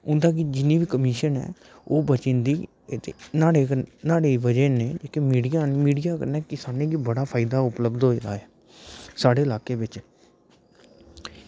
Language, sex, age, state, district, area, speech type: Dogri, male, 30-45, Jammu and Kashmir, Udhampur, urban, spontaneous